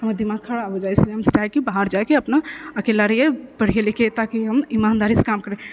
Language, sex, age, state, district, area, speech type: Maithili, female, 18-30, Bihar, Purnia, rural, spontaneous